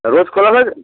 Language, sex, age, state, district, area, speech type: Bengali, male, 45-60, West Bengal, Hooghly, rural, conversation